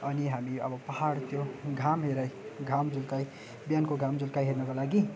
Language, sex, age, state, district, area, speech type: Nepali, male, 18-30, West Bengal, Darjeeling, rural, spontaneous